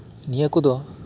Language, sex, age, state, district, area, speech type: Santali, male, 18-30, West Bengal, Birbhum, rural, spontaneous